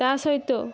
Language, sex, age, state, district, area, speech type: Odia, female, 18-30, Odisha, Balasore, rural, spontaneous